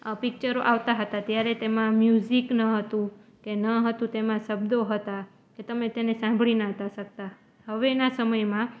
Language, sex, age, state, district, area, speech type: Gujarati, female, 18-30, Gujarat, Junagadh, rural, spontaneous